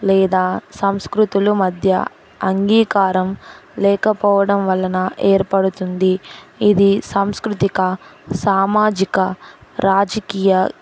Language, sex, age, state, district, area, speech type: Telugu, female, 18-30, Andhra Pradesh, Nellore, rural, spontaneous